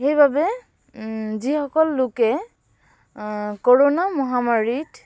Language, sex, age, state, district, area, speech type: Assamese, female, 18-30, Assam, Dibrugarh, rural, spontaneous